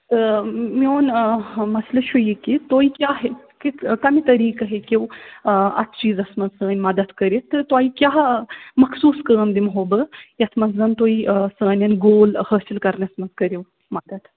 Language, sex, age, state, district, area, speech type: Kashmiri, female, 45-60, Jammu and Kashmir, Srinagar, urban, conversation